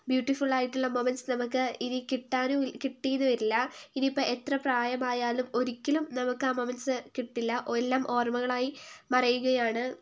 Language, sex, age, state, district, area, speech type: Malayalam, female, 18-30, Kerala, Wayanad, rural, spontaneous